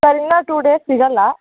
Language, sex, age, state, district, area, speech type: Kannada, female, 18-30, Karnataka, Kolar, rural, conversation